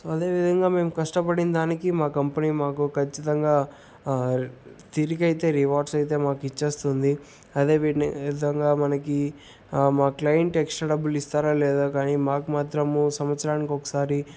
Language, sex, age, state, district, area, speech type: Telugu, male, 30-45, Andhra Pradesh, Sri Balaji, rural, spontaneous